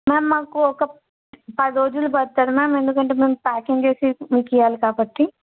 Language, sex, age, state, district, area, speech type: Telugu, female, 18-30, Telangana, Yadadri Bhuvanagiri, urban, conversation